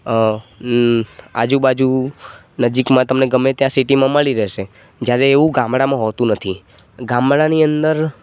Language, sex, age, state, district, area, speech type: Gujarati, male, 18-30, Gujarat, Narmada, rural, spontaneous